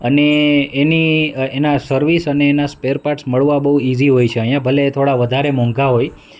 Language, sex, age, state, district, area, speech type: Gujarati, male, 30-45, Gujarat, Rajkot, urban, spontaneous